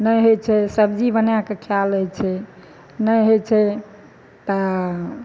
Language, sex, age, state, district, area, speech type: Maithili, female, 60+, Bihar, Madhepura, urban, spontaneous